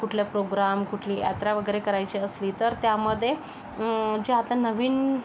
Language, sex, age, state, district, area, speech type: Marathi, female, 60+, Maharashtra, Yavatmal, rural, spontaneous